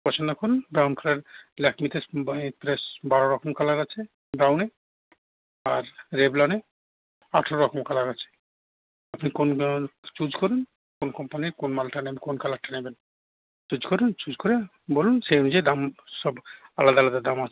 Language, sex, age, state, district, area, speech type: Bengali, male, 60+, West Bengal, Howrah, urban, conversation